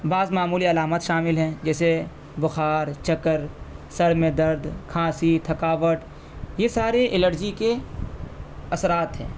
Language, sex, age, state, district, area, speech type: Urdu, male, 18-30, Delhi, North West Delhi, urban, spontaneous